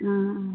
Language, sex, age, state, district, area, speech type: Maithili, female, 60+, Bihar, Muzaffarpur, urban, conversation